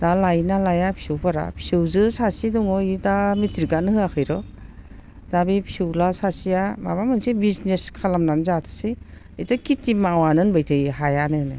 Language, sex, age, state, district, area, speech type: Bodo, female, 60+, Assam, Baksa, urban, spontaneous